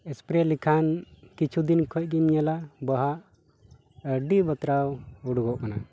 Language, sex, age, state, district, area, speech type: Santali, male, 45-60, West Bengal, Malda, rural, spontaneous